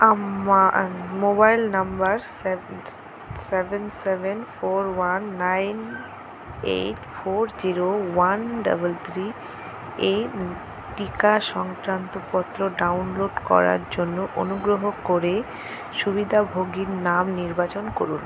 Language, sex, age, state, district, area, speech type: Bengali, female, 18-30, West Bengal, Alipurduar, rural, read